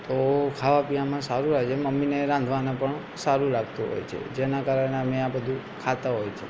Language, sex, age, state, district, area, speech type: Gujarati, male, 18-30, Gujarat, Aravalli, urban, spontaneous